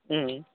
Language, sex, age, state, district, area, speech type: Telugu, male, 18-30, Telangana, Khammam, urban, conversation